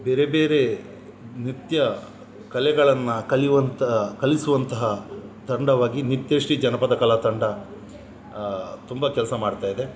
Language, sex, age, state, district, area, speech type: Kannada, male, 45-60, Karnataka, Udupi, rural, spontaneous